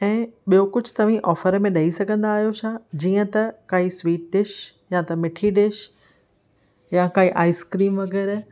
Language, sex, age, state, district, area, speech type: Sindhi, female, 30-45, Maharashtra, Thane, urban, spontaneous